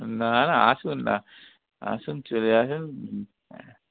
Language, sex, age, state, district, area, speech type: Bengali, male, 45-60, West Bengal, Hooghly, rural, conversation